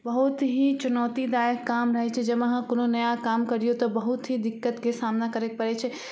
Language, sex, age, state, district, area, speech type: Maithili, female, 18-30, Bihar, Samastipur, urban, spontaneous